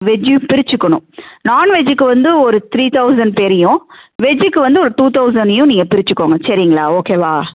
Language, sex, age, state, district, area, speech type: Tamil, female, 30-45, Tamil Nadu, Madurai, urban, conversation